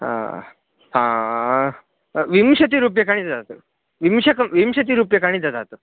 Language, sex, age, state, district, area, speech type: Sanskrit, male, 18-30, Karnataka, Uttara Kannada, rural, conversation